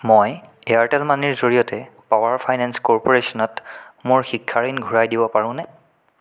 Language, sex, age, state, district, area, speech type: Assamese, male, 18-30, Assam, Sonitpur, rural, read